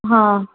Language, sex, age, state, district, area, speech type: Sindhi, female, 18-30, Maharashtra, Thane, urban, conversation